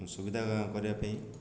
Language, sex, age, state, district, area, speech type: Odia, male, 18-30, Odisha, Khordha, rural, spontaneous